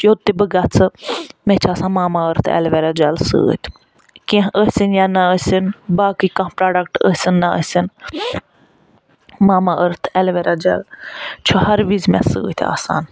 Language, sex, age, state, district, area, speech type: Kashmiri, female, 45-60, Jammu and Kashmir, Ganderbal, urban, spontaneous